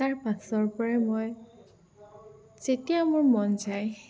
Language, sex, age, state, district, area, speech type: Assamese, female, 18-30, Assam, Tinsukia, rural, spontaneous